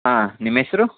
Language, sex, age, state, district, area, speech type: Kannada, male, 30-45, Karnataka, Chitradurga, urban, conversation